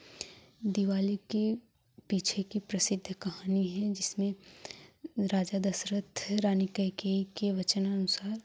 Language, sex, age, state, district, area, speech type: Hindi, female, 18-30, Uttar Pradesh, Jaunpur, urban, spontaneous